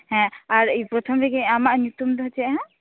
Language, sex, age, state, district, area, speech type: Santali, female, 18-30, West Bengal, Birbhum, rural, conversation